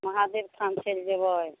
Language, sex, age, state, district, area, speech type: Maithili, female, 45-60, Bihar, Samastipur, rural, conversation